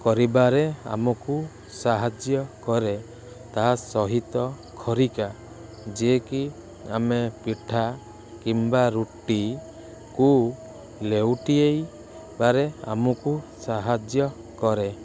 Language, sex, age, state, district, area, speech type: Odia, male, 18-30, Odisha, Kendrapara, urban, spontaneous